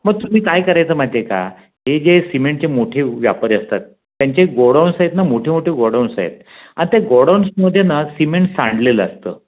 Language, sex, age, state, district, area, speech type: Marathi, male, 60+, Maharashtra, Raigad, rural, conversation